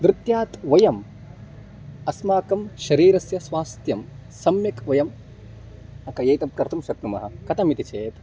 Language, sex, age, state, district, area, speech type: Sanskrit, male, 18-30, Karnataka, Chitradurga, rural, spontaneous